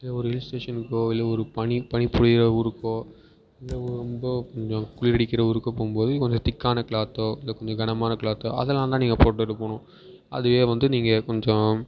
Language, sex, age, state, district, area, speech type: Tamil, male, 18-30, Tamil Nadu, Perambalur, rural, spontaneous